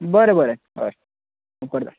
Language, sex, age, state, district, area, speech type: Goan Konkani, male, 18-30, Goa, Bardez, urban, conversation